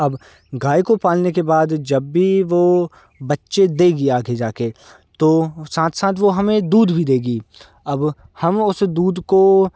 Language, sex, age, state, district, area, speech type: Hindi, male, 18-30, Madhya Pradesh, Hoshangabad, urban, spontaneous